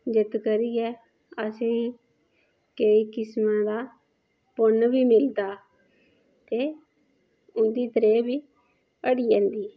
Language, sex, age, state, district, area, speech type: Dogri, female, 30-45, Jammu and Kashmir, Udhampur, rural, spontaneous